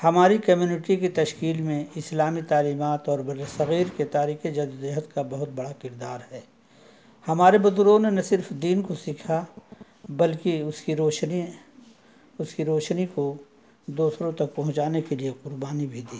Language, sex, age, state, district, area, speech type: Urdu, male, 60+, Uttar Pradesh, Azamgarh, rural, spontaneous